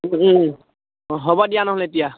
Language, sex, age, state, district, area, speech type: Assamese, male, 18-30, Assam, Dhemaji, rural, conversation